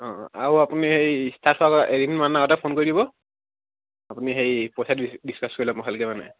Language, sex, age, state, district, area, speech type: Assamese, male, 18-30, Assam, Dibrugarh, urban, conversation